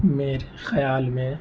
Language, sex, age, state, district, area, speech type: Urdu, male, 18-30, Delhi, North East Delhi, rural, spontaneous